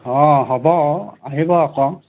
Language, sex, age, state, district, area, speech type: Assamese, male, 45-60, Assam, Golaghat, rural, conversation